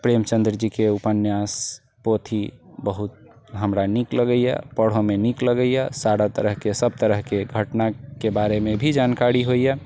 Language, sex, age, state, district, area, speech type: Maithili, male, 45-60, Bihar, Sitamarhi, urban, spontaneous